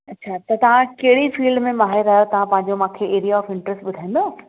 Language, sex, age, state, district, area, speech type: Sindhi, female, 30-45, Uttar Pradesh, Lucknow, urban, conversation